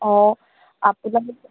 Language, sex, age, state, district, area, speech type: Assamese, female, 30-45, Assam, Charaideo, urban, conversation